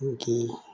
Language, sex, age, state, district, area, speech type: Manipuri, male, 60+, Manipur, Bishnupur, rural, spontaneous